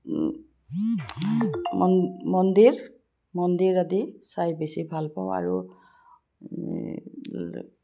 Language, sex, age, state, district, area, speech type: Assamese, female, 60+, Assam, Udalguri, rural, spontaneous